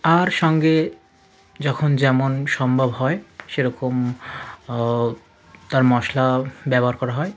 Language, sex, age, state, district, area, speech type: Bengali, male, 45-60, West Bengal, South 24 Parganas, rural, spontaneous